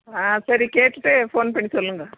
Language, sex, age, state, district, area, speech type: Tamil, female, 60+, Tamil Nadu, Nilgiris, rural, conversation